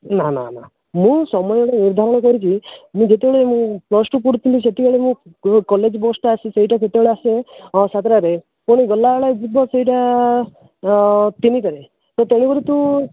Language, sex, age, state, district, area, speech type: Odia, male, 18-30, Odisha, Nabarangpur, urban, conversation